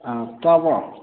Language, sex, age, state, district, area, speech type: Manipuri, male, 30-45, Manipur, Thoubal, rural, conversation